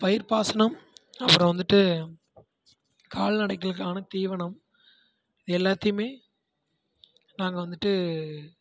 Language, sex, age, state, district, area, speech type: Tamil, male, 18-30, Tamil Nadu, Tiruvarur, rural, spontaneous